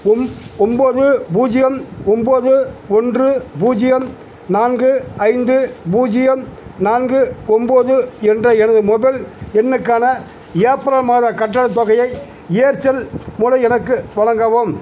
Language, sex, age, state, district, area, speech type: Tamil, male, 60+, Tamil Nadu, Madurai, rural, read